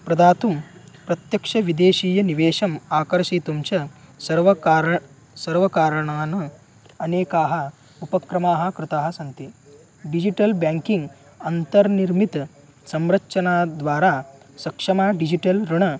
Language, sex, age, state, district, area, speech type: Sanskrit, male, 18-30, Maharashtra, Solapur, rural, spontaneous